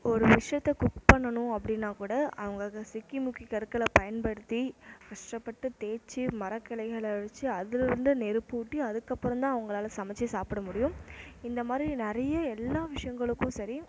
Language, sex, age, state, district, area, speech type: Tamil, female, 18-30, Tamil Nadu, Mayiladuthurai, urban, spontaneous